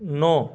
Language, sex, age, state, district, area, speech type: Urdu, male, 30-45, Delhi, South Delhi, urban, read